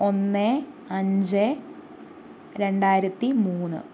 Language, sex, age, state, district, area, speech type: Malayalam, female, 30-45, Kerala, Palakkad, rural, spontaneous